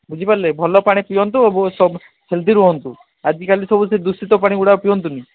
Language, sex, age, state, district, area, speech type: Odia, male, 30-45, Odisha, Sundergarh, urban, conversation